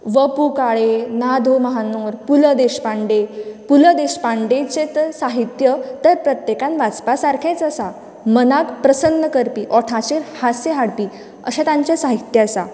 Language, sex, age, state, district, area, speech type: Goan Konkani, female, 18-30, Goa, Canacona, rural, spontaneous